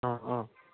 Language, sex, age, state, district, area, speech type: Assamese, male, 18-30, Assam, Charaideo, rural, conversation